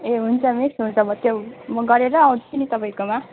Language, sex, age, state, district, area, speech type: Nepali, female, 18-30, West Bengal, Darjeeling, rural, conversation